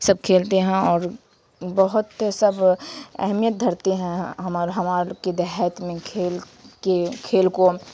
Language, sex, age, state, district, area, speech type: Urdu, female, 18-30, Bihar, Khagaria, rural, spontaneous